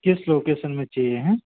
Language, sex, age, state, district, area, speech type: Hindi, male, 30-45, Madhya Pradesh, Hoshangabad, rural, conversation